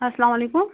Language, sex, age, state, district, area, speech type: Kashmiri, female, 30-45, Jammu and Kashmir, Anantnag, rural, conversation